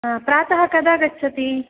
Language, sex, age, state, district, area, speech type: Sanskrit, female, 30-45, Kerala, Kasaragod, rural, conversation